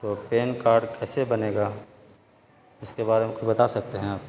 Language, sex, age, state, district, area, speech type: Urdu, male, 45-60, Bihar, Gaya, urban, spontaneous